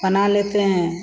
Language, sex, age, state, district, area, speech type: Hindi, female, 45-60, Bihar, Begusarai, rural, spontaneous